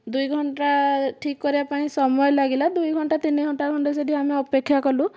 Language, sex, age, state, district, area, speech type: Odia, female, 30-45, Odisha, Dhenkanal, rural, spontaneous